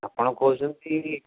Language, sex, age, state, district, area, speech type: Odia, male, 45-60, Odisha, Rayagada, rural, conversation